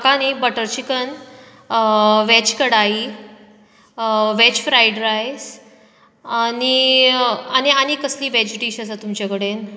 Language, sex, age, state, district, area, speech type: Goan Konkani, female, 30-45, Goa, Bardez, urban, spontaneous